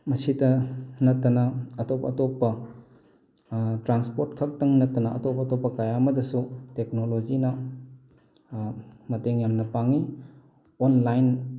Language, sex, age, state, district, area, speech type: Manipuri, male, 30-45, Manipur, Thoubal, rural, spontaneous